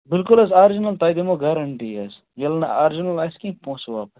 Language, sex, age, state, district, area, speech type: Kashmiri, male, 30-45, Jammu and Kashmir, Kupwara, rural, conversation